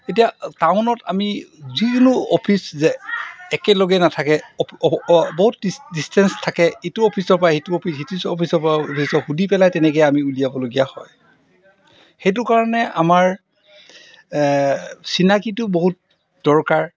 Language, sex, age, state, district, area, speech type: Assamese, male, 45-60, Assam, Golaghat, rural, spontaneous